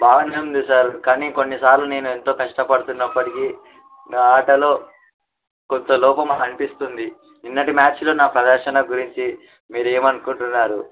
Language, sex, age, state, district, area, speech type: Telugu, male, 18-30, Telangana, Mahabubabad, urban, conversation